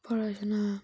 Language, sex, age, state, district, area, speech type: Bengali, female, 18-30, West Bengal, Dakshin Dinajpur, urban, spontaneous